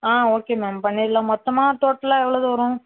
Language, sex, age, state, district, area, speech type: Tamil, female, 18-30, Tamil Nadu, Thoothukudi, rural, conversation